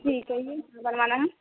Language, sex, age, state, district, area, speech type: Urdu, female, 18-30, Bihar, Gaya, urban, conversation